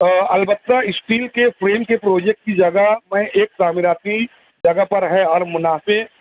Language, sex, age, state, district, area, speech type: Urdu, male, 45-60, Maharashtra, Nashik, urban, conversation